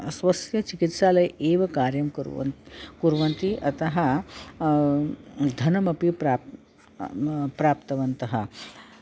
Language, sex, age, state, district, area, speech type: Sanskrit, female, 45-60, Maharashtra, Nagpur, urban, spontaneous